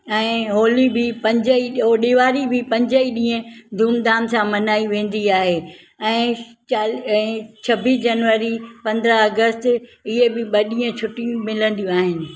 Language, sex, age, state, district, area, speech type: Sindhi, female, 60+, Maharashtra, Thane, urban, spontaneous